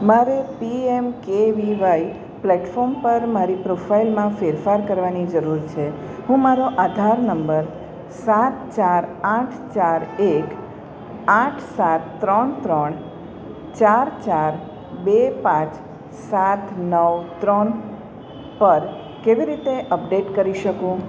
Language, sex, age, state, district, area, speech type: Gujarati, female, 45-60, Gujarat, Surat, urban, read